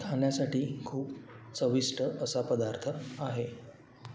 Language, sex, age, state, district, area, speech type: Marathi, male, 30-45, Maharashtra, Wardha, urban, spontaneous